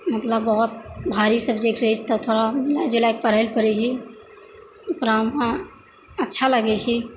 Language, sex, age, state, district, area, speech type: Maithili, female, 18-30, Bihar, Purnia, rural, spontaneous